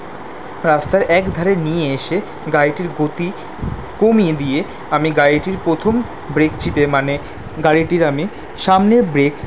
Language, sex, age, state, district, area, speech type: Bengali, male, 18-30, West Bengal, Kolkata, urban, spontaneous